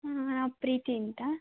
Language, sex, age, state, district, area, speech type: Kannada, female, 45-60, Karnataka, Tumkur, rural, conversation